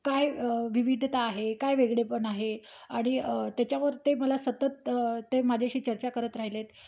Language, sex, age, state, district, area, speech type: Marathi, female, 30-45, Maharashtra, Amravati, rural, spontaneous